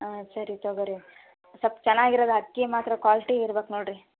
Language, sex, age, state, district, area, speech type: Kannada, female, 18-30, Karnataka, Koppal, rural, conversation